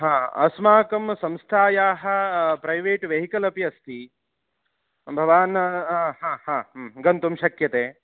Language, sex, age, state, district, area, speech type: Sanskrit, male, 30-45, Karnataka, Shimoga, rural, conversation